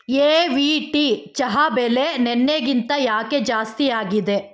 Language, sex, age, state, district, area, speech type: Kannada, female, 18-30, Karnataka, Chikkaballapur, rural, read